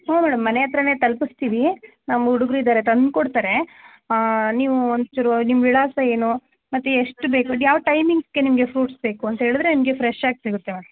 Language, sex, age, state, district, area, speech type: Kannada, female, 30-45, Karnataka, Mandya, rural, conversation